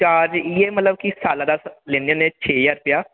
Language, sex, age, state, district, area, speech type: Dogri, male, 18-30, Jammu and Kashmir, Jammu, urban, conversation